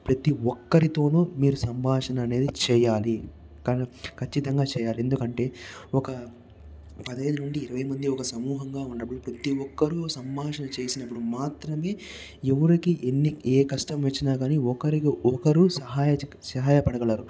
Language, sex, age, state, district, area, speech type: Telugu, male, 45-60, Andhra Pradesh, Chittoor, rural, spontaneous